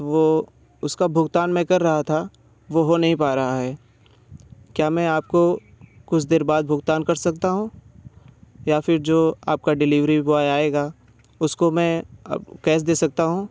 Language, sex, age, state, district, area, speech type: Hindi, male, 18-30, Uttar Pradesh, Bhadohi, urban, spontaneous